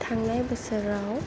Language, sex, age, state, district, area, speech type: Bodo, female, 18-30, Assam, Kokrajhar, rural, spontaneous